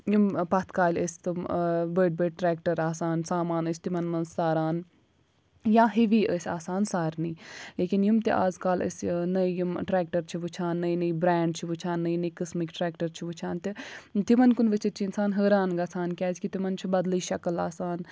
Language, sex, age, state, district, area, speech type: Kashmiri, female, 18-30, Jammu and Kashmir, Bandipora, rural, spontaneous